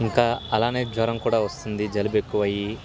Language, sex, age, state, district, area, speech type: Telugu, male, 18-30, Andhra Pradesh, Sri Satya Sai, rural, spontaneous